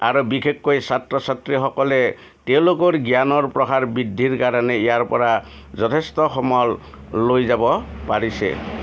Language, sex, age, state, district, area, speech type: Assamese, male, 60+, Assam, Udalguri, urban, spontaneous